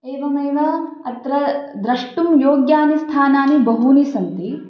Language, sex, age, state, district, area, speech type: Sanskrit, female, 18-30, Karnataka, Chikkamagaluru, urban, spontaneous